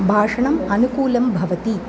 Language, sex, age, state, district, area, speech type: Sanskrit, female, 45-60, Tamil Nadu, Chennai, urban, spontaneous